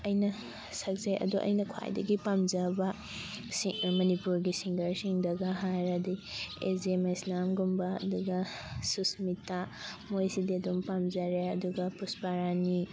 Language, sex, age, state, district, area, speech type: Manipuri, female, 18-30, Manipur, Thoubal, rural, spontaneous